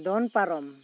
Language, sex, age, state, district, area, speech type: Santali, male, 18-30, West Bengal, Bankura, rural, read